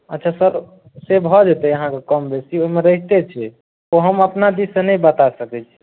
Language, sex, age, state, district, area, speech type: Maithili, male, 18-30, Bihar, Madhubani, rural, conversation